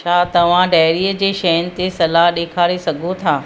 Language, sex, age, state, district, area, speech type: Sindhi, female, 45-60, Maharashtra, Thane, urban, read